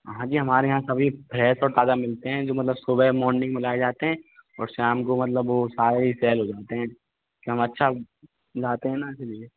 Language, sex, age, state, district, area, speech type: Hindi, male, 18-30, Rajasthan, Karauli, rural, conversation